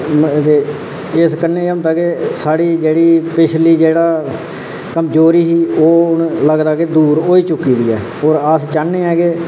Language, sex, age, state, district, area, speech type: Dogri, male, 30-45, Jammu and Kashmir, Reasi, rural, spontaneous